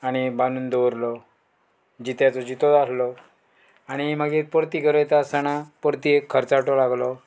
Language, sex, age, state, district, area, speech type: Goan Konkani, male, 45-60, Goa, Murmgao, rural, spontaneous